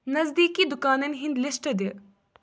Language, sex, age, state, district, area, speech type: Kashmiri, female, 18-30, Jammu and Kashmir, Budgam, rural, read